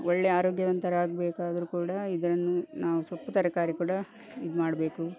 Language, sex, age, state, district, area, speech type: Kannada, female, 45-60, Karnataka, Dakshina Kannada, rural, spontaneous